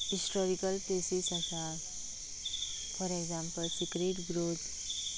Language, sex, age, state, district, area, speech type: Goan Konkani, female, 18-30, Goa, Canacona, rural, spontaneous